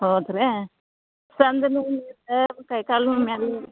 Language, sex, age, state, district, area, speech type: Kannada, female, 60+, Karnataka, Belgaum, rural, conversation